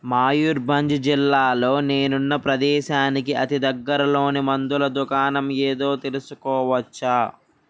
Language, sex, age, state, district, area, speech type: Telugu, male, 18-30, Andhra Pradesh, Srikakulam, urban, read